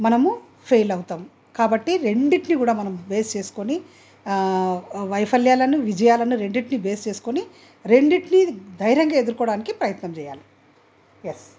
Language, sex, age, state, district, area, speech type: Telugu, female, 60+, Telangana, Hyderabad, urban, spontaneous